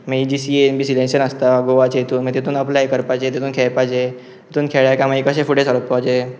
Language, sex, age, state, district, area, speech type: Goan Konkani, male, 18-30, Goa, Pernem, rural, spontaneous